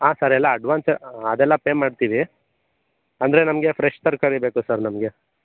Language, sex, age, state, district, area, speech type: Kannada, male, 45-60, Karnataka, Chikkaballapur, urban, conversation